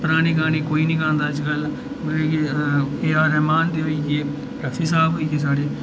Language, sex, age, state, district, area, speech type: Dogri, male, 18-30, Jammu and Kashmir, Udhampur, urban, spontaneous